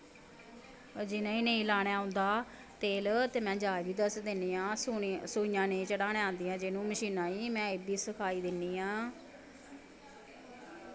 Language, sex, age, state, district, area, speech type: Dogri, female, 30-45, Jammu and Kashmir, Samba, rural, spontaneous